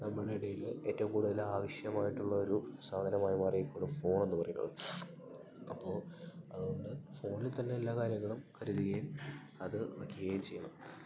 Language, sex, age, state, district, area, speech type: Malayalam, male, 18-30, Kerala, Idukki, rural, spontaneous